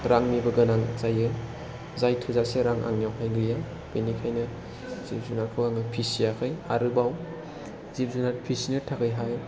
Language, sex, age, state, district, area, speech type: Bodo, male, 30-45, Assam, Chirang, urban, spontaneous